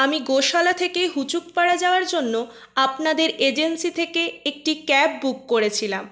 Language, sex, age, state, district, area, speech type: Bengali, female, 18-30, West Bengal, Purulia, urban, spontaneous